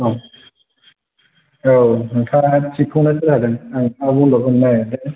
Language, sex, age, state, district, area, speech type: Bodo, male, 18-30, Assam, Chirang, rural, conversation